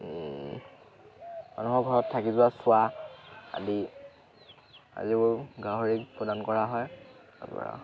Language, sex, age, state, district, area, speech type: Assamese, male, 18-30, Assam, Dhemaji, urban, spontaneous